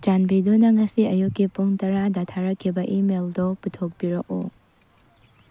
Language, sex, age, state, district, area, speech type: Manipuri, female, 18-30, Manipur, Tengnoupal, rural, read